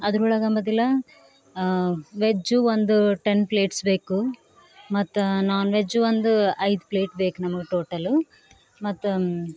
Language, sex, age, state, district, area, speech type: Kannada, female, 18-30, Karnataka, Bidar, rural, spontaneous